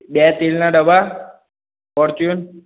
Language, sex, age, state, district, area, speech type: Gujarati, male, 18-30, Gujarat, Aravalli, urban, conversation